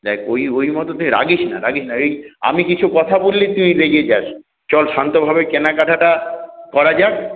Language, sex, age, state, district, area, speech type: Bengali, male, 45-60, West Bengal, Purulia, urban, conversation